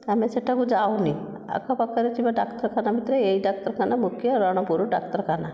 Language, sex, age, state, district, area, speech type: Odia, female, 60+, Odisha, Nayagarh, rural, spontaneous